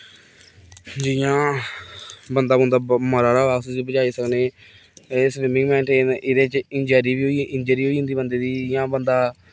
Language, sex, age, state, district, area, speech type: Dogri, male, 18-30, Jammu and Kashmir, Kathua, rural, spontaneous